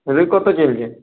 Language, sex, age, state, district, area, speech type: Bengali, male, 30-45, West Bengal, Purulia, urban, conversation